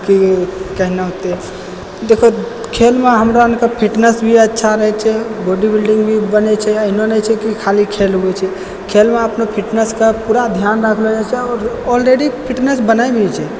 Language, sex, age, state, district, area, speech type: Maithili, male, 18-30, Bihar, Purnia, rural, spontaneous